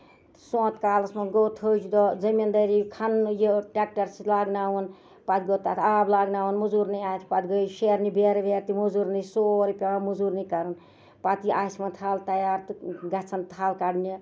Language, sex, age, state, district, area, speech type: Kashmiri, female, 60+, Jammu and Kashmir, Ganderbal, rural, spontaneous